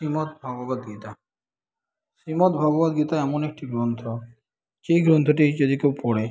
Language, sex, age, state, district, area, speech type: Bengali, male, 30-45, West Bengal, Kolkata, urban, spontaneous